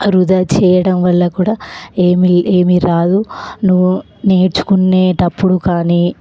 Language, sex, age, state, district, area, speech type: Telugu, female, 18-30, Telangana, Nalgonda, urban, spontaneous